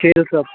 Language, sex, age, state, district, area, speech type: Maithili, other, 18-30, Bihar, Madhubani, rural, conversation